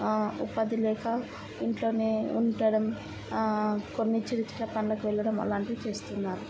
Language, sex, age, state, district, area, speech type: Telugu, female, 18-30, Telangana, Mancherial, rural, spontaneous